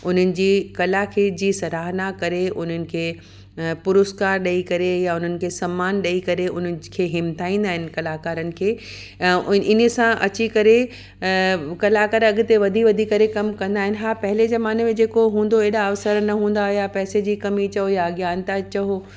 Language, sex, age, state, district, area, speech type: Sindhi, female, 60+, Uttar Pradesh, Lucknow, rural, spontaneous